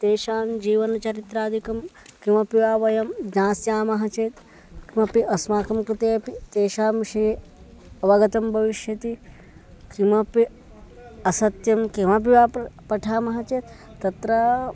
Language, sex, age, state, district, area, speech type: Sanskrit, male, 18-30, Karnataka, Uttara Kannada, rural, spontaneous